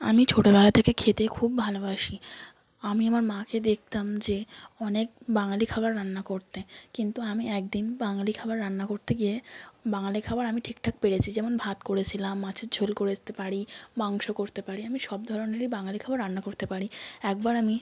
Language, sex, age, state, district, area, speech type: Bengali, female, 18-30, West Bengal, South 24 Parganas, rural, spontaneous